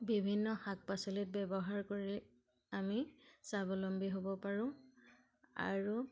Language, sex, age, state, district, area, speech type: Assamese, female, 30-45, Assam, Majuli, urban, spontaneous